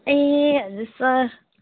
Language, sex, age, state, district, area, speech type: Nepali, female, 30-45, West Bengal, Kalimpong, rural, conversation